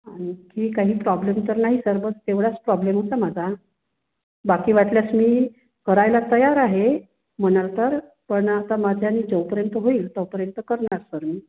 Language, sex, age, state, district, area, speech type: Marathi, female, 45-60, Maharashtra, Wardha, urban, conversation